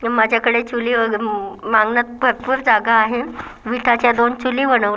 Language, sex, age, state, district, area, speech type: Marathi, female, 30-45, Maharashtra, Nagpur, urban, spontaneous